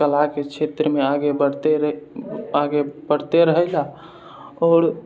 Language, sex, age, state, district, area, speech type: Maithili, male, 18-30, Bihar, Purnia, rural, spontaneous